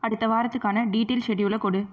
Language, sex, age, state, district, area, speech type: Tamil, female, 18-30, Tamil Nadu, Erode, rural, read